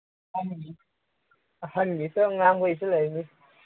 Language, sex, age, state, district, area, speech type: Manipuri, male, 18-30, Manipur, Senapati, rural, conversation